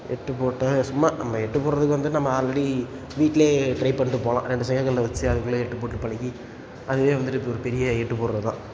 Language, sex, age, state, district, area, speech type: Tamil, male, 18-30, Tamil Nadu, Tiruchirappalli, rural, spontaneous